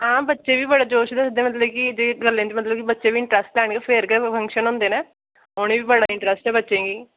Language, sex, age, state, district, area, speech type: Dogri, female, 18-30, Jammu and Kashmir, Jammu, rural, conversation